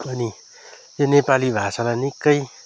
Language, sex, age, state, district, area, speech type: Nepali, male, 45-60, West Bengal, Darjeeling, rural, spontaneous